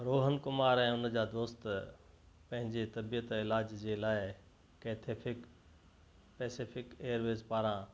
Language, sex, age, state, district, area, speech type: Sindhi, male, 60+, Gujarat, Kutch, urban, read